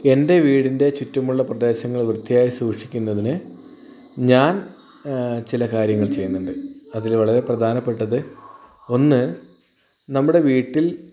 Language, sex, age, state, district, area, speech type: Malayalam, male, 30-45, Kerala, Wayanad, rural, spontaneous